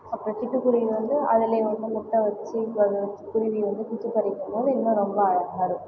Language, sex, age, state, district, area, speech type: Tamil, female, 30-45, Tamil Nadu, Cuddalore, rural, spontaneous